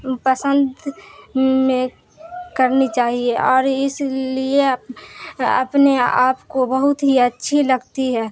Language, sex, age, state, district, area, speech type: Urdu, female, 18-30, Bihar, Supaul, urban, spontaneous